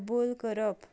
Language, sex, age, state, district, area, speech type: Goan Konkani, female, 18-30, Goa, Canacona, rural, read